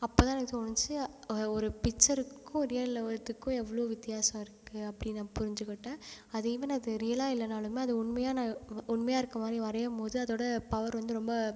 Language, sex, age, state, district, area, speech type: Tamil, female, 30-45, Tamil Nadu, Ariyalur, rural, spontaneous